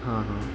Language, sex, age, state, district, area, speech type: Marathi, male, 18-30, Maharashtra, Ahmednagar, urban, spontaneous